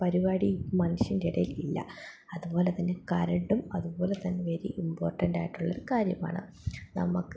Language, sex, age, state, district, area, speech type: Malayalam, female, 18-30, Kerala, Palakkad, rural, spontaneous